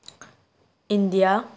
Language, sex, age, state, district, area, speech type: Manipuri, female, 30-45, Manipur, Tengnoupal, rural, spontaneous